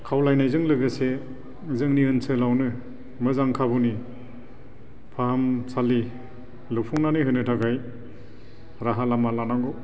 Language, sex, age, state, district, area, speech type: Bodo, male, 45-60, Assam, Baksa, urban, spontaneous